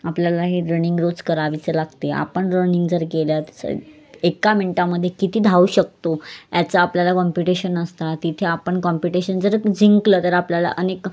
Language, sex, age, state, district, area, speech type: Marathi, female, 30-45, Maharashtra, Wardha, rural, spontaneous